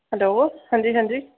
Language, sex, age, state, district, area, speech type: Dogri, female, 18-30, Jammu and Kashmir, Udhampur, rural, conversation